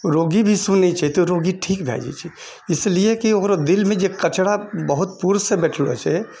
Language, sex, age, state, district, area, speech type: Maithili, male, 60+, Bihar, Purnia, rural, spontaneous